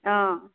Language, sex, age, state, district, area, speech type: Assamese, female, 45-60, Assam, Darrang, rural, conversation